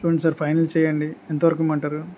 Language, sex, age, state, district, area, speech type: Telugu, male, 45-60, Andhra Pradesh, Anakapalli, rural, spontaneous